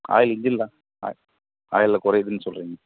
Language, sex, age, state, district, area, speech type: Tamil, male, 30-45, Tamil Nadu, Chengalpattu, rural, conversation